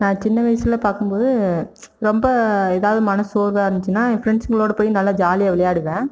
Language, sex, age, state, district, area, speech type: Tamil, female, 30-45, Tamil Nadu, Erode, rural, spontaneous